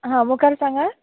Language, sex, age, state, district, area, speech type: Goan Konkani, female, 18-30, Goa, Quepem, rural, conversation